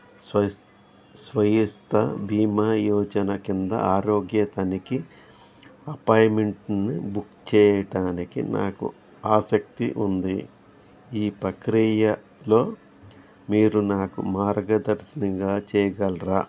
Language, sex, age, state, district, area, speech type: Telugu, male, 60+, Andhra Pradesh, N T Rama Rao, urban, read